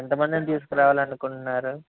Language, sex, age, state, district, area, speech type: Telugu, male, 30-45, Andhra Pradesh, Anantapur, urban, conversation